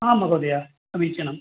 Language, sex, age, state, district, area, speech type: Sanskrit, male, 60+, Tamil Nadu, Coimbatore, urban, conversation